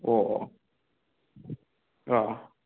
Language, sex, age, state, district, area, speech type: Manipuri, male, 18-30, Manipur, Kakching, rural, conversation